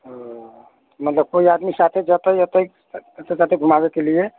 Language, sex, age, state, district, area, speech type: Maithili, male, 45-60, Bihar, Sitamarhi, rural, conversation